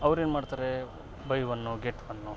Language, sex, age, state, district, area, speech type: Kannada, male, 30-45, Karnataka, Vijayanagara, rural, spontaneous